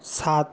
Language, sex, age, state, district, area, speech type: Bengali, male, 45-60, West Bengal, Nadia, rural, read